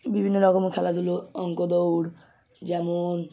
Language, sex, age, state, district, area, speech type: Bengali, male, 18-30, West Bengal, Hooghly, urban, spontaneous